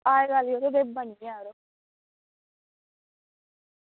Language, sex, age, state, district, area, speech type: Dogri, female, 18-30, Jammu and Kashmir, Udhampur, rural, conversation